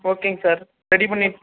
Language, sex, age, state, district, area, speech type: Tamil, female, 30-45, Tamil Nadu, Ariyalur, rural, conversation